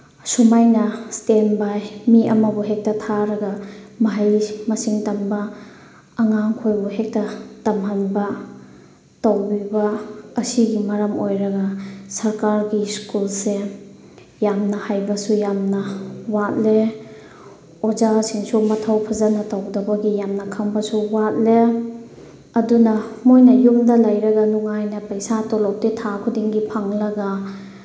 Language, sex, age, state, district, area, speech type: Manipuri, female, 30-45, Manipur, Chandel, rural, spontaneous